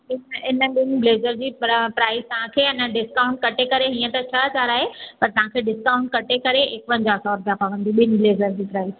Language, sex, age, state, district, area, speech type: Sindhi, female, 45-60, Gujarat, Surat, urban, conversation